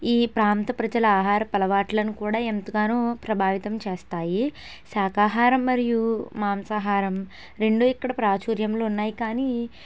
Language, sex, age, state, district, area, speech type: Telugu, female, 18-30, Andhra Pradesh, N T Rama Rao, urban, spontaneous